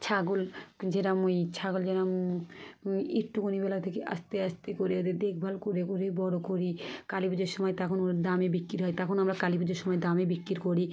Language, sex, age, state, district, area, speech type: Bengali, female, 30-45, West Bengal, Dakshin Dinajpur, urban, spontaneous